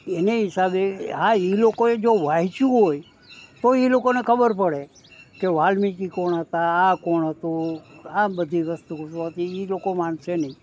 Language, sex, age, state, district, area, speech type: Gujarati, male, 60+, Gujarat, Rajkot, urban, spontaneous